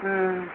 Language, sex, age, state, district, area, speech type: Sindhi, female, 30-45, Rajasthan, Ajmer, urban, conversation